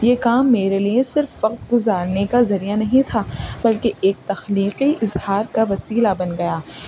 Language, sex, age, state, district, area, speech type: Urdu, female, 18-30, Uttar Pradesh, Rampur, urban, spontaneous